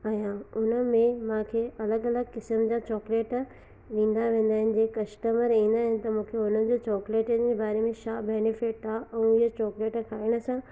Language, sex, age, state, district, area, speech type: Sindhi, female, 18-30, Gujarat, Surat, urban, spontaneous